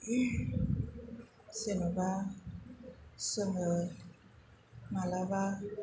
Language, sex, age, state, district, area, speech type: Bodo, female, 30-45, Assam, Chirang, urban, spontaneous